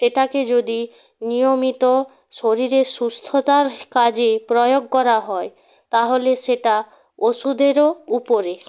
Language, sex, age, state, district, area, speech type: Bengali, female, 45-60, West Bengal, North 24 Parganas, rural, spontaneous